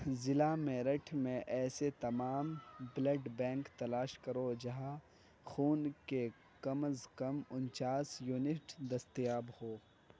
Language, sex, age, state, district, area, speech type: Urdu, male, 18-30, Uttar Pradesh, Gautam Buddha Nagar, rural, read